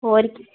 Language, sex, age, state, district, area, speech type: Punjabi, female, 18-30, Punjab, Tarn Taran, urban, conversation